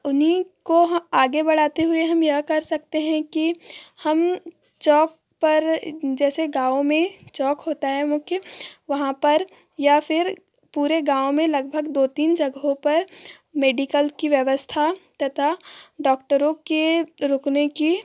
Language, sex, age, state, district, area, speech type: Hindi, female, 30-45, Madhya Pradesh, Balaghat, rural, spontaneous